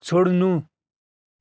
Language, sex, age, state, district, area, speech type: Nepali, male, 45-60, West Bengal, Kalimpong, rural, read